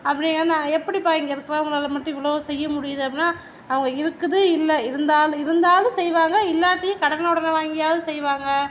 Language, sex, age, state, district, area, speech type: Tamil, female, 60+, Tamil Nadu, Tiruvarur, urban, spontaneous